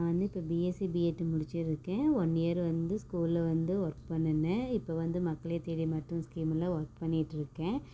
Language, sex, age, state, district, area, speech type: Tamil, female, 18-30, Tamil Nadu, Namakkal, rural, spontaneous